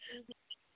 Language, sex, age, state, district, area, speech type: Kashmiri, female, 60+, Jammu and Kashmir, Srinagar, urban, conversation